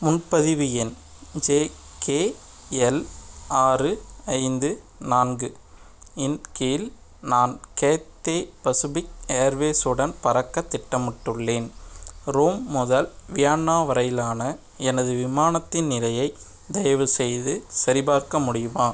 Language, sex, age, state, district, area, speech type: Tamil, male, 18-30, Tamil Nadu, Madurai, urban, read